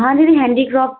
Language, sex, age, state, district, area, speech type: Hindi, female, 45-60, Madhya Pradesh, Balaghat, rural, conversation